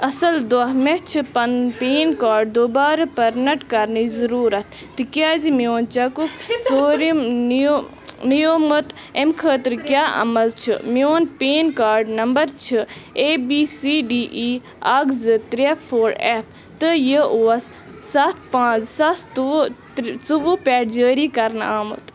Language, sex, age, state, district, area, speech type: Kashmiri, female, 18-30, Jammu and Kashmir, Bandipora, rural, read